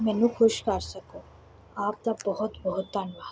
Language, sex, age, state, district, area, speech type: Punjabi, female, 18-30, Punjab, Pathankot, urban, spontaneous